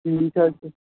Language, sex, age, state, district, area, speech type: Kashmiri, male, 18-30, Jammu and Kashmir, Pulwama, rural, conversation